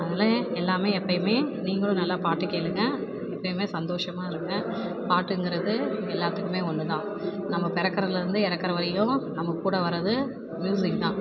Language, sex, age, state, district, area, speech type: Tamil, female, 30-45, Tamil Nadu, Perambalur, rural, spontaneous